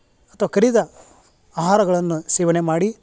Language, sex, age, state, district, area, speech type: Kannada, male, 45-60, Karnataka, Gadag, rural, spontaneous